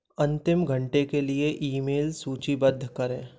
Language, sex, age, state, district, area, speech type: Hindi, male, 18-30, Madhya Pradesh, Gwalior, urban, read